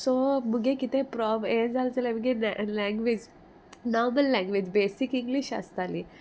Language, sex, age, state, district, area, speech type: Goan Konkani, female, 18-30, Goa, Salcete, rural, spontaneous